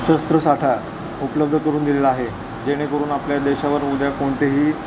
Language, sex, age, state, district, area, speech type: Marathi, male, 30-45, Maharashtra, Satara, urban, spontaneous